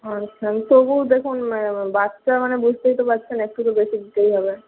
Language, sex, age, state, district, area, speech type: Bengali, female, 45-60, West Bengal, Jhargram, rural, conversation